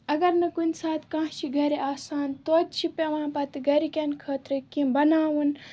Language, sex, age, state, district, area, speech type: Kashmiri, female, 30-45, Jammu and Kashmir, Baramulla, rural, spontaneous